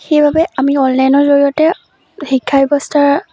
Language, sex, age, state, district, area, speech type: Assamese, female, 18-30, Assam, Lakhimpur, rural, spontaneous